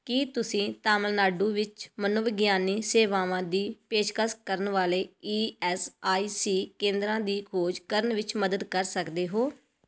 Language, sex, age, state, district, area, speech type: Punjabi, female, 30-45, Punjab, Tarn Taran, rural, read